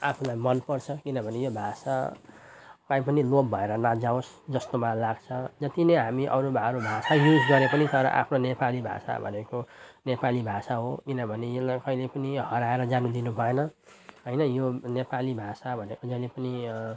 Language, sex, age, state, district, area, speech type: Nepali, male, 30-45, West Bengal, Jalpaiguri, urban, spontaneous